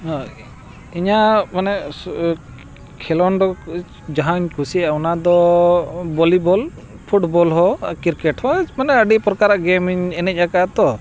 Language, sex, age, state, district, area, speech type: Santali, male, 45-60, Jharkhand, Bokaro, rural, spontaneous